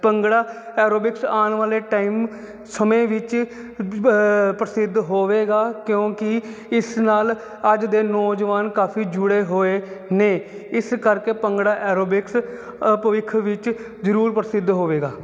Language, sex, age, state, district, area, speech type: Punjabi, male, 30-45, Punjab, Jalandhar, urban, spontaneous